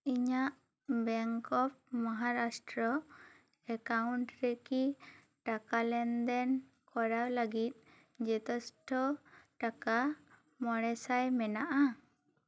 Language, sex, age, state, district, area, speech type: Santali, female, 18-30, West Bengal, Bankura, rural, read